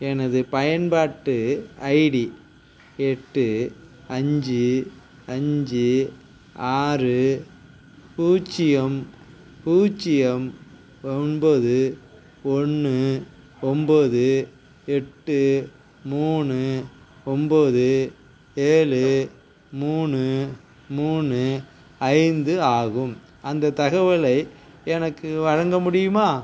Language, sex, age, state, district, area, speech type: Tamil, male, 45-60, Tamil Nadu, Nagapattinam, rural, read